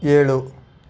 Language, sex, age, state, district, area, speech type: Kannada, male, 18-30, Karnataka, Bangalore Rural, urban, read